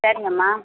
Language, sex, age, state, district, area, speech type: Tamil, female, 45-60, Tamil Nadu, Theni, rural, conversation